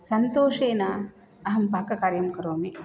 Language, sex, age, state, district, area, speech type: Sanskrit, female, 30-45, Karnataka, Shimoga, rural, spontaneous